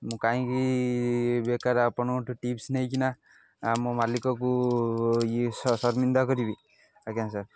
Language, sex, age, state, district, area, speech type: Odia, male, 18-30, Odisha, Jagatsinghpur, rural, spontaneous